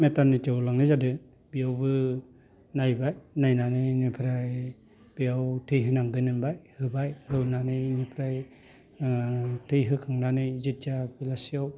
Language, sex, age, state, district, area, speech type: Bodo, male, 45-60, Assam, Baksa, urban, spontaneous